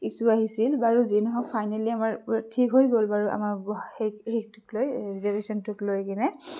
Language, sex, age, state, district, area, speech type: Assamese, female, 30-45, Assam, Udalguri, urban, spontaneous